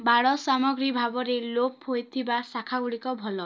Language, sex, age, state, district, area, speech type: Odia, female, 18-30, Odisha, Kalahandi, rural, read